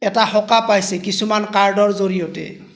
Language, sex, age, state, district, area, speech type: Assamese, male, 45-60, Assam, Golaghat, rural, spontaneous